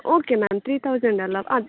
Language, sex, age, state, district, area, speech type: Kannada, female, 18-30, Karnataka, Dakshina Kannada, urban, conversation